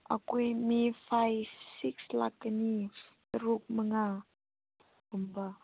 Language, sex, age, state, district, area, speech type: Manipuri, female, 18-30, Manipur, Senapati, urban, conversation